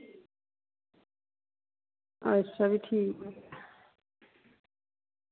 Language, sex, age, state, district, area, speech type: Dogri, female, 45-60, Jammu and Kashmir, Reasi, rural, conversation